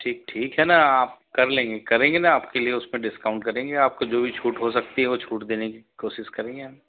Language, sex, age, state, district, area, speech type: Hindi, male, 45-60, Madhya Pradesh, Betul, urban, conversation